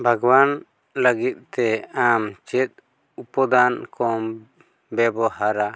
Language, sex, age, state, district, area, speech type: Santali, male, 45-60, Jharkhand, East Singhbhum, rural, spontaneous